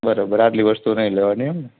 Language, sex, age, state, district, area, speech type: Gujarati, male, 18-30, Gujarat, Morbi, urban, conversation